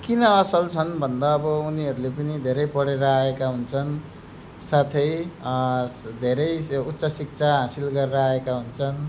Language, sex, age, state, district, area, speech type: Nepali, male, 30-45, West Bengal, Darjeeling, rural, spontaneous